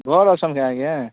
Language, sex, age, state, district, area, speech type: Odia, male, 18-30, Odisha, Kalahandi, rural, conversation